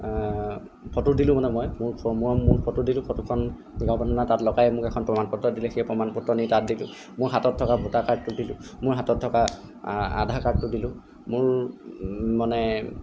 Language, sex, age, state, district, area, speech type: Assamese, male, 18-30, Assam, Golaghat, urban, spontaneous